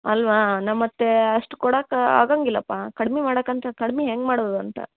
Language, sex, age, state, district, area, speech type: Kannada, female, 18-30, Karnataka, Dharwad, urban, conversation